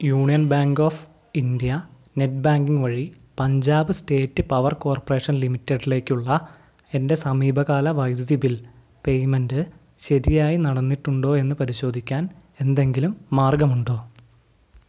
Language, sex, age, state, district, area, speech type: Malayalam, male, 45-60, Kerala, Wayanad, rural, read